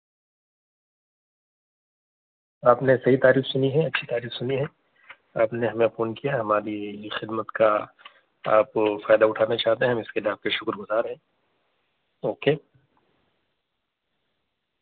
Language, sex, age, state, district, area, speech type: Urdu, male, 30-45, Delhi, North East Delhi, urban, conversation